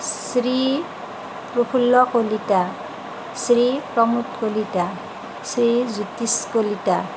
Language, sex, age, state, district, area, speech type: Assamese, female, 45-60, Assam, Nalbari, rural, spontaneous